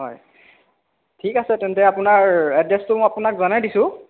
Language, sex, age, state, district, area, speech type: Assamese, male, 18-30, Assam, Lakhimpur, rural, conversation